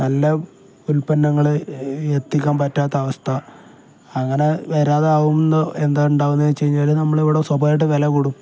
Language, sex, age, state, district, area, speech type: Malayalam, male, 18-30, Kerala, Kozhikode, rural, spontaneous